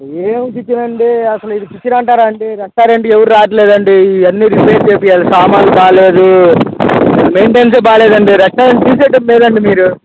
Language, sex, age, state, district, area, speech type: Telugu, male, 18-30, Andhra Pradesh, Bapatla, rural, conversation